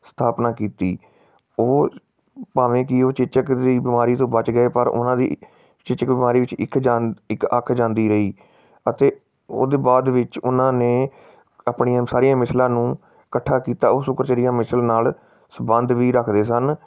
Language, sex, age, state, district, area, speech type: Punjabi, male, 30-45, Punjab, Tarn Taran, urban, spontaneous